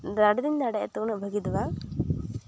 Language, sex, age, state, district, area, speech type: Santali, female, 18-30, West Bengal, Purulia, rural, spontaneous